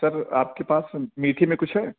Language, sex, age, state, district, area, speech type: Urdu, male, 18-30, Delhi, Central Delhi, urban, conversation